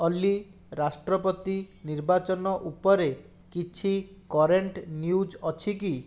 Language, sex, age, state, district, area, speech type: Odia, male, 30-45, Odisha, Bhadrak, rural, read